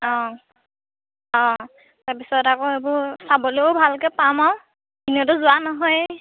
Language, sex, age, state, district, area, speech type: Assamese, female, 18-30, Assam, Lakhimpur, rural, conversation